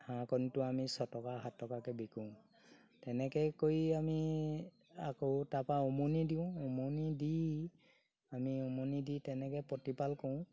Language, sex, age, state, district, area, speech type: Assamese, male, 60+, Assam, Golaghat, rural, spontaneous